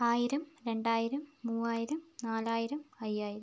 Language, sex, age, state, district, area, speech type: Malayalam, female, 18-30, Kerala, Wayanad, rural, spontaneous